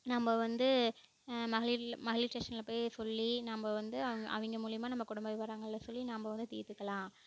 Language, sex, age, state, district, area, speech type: Tamil, female, 18-30, Tamil Nadu, Namakkal, rural, spontaneous